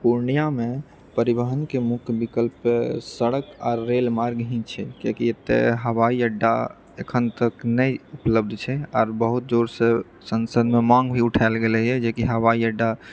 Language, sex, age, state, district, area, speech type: Maithili, male, 45-60, Bihar, Purnia, rural, spontaneous